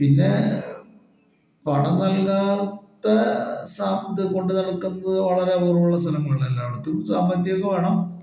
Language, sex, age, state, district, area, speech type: Malayalam, male, 60+, Kerala, Palakkad, rural, spontaneous